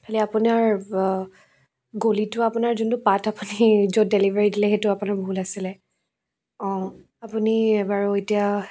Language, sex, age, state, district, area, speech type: Assamese, female, 18-30, Assam, Dibrugarh, urban, spontaneous